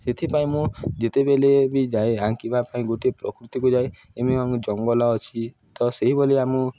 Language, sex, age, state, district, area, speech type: Odia, male, 18-30, Odisha, Nuapada, urban, spontaneous